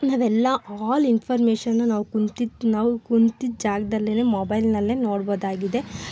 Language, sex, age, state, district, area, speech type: Kannada, female, 30-45, Karnataka, Tumkur, rural, spontaneous